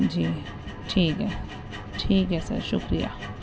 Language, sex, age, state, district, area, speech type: Urdu, female, 18-30, Delhi, East Delhi, urban, spontaneous